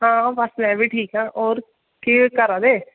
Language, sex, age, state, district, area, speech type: Dogri, female, 30-45, Jammu and Kashmir, Kathua, rural, conversation